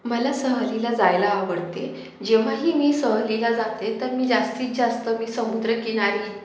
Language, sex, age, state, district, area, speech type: Marathi, female, 18-30, Maharashtra, Akola, urban, spontaneous